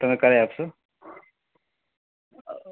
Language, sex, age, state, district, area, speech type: Gujarati, male, 30-45, Gujarat, Valsad, urban, conversation